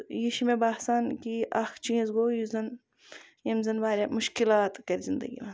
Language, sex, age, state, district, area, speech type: Kashmiri, female, 30-45, Jammu and Kashmir, Bandipora, rural, spontaneous